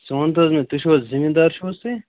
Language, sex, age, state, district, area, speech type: Kashmiri, male, 18-30, Jammu and Kashmir, Bandipora, rural, conversation